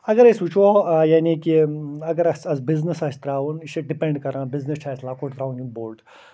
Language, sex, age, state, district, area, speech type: Kashmiri, male, 45-60, Jammu and Kashmir, Ganderbal, rural, spontaneous